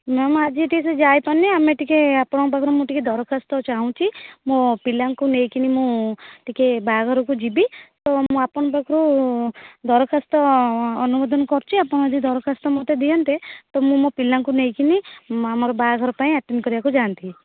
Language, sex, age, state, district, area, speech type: Odia, female, 18-30, Odisha, Kendrapara, urban, conversation